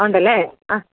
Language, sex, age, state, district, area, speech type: Malayalam, female, 30-45, Kerala, Idukki, rural, conversation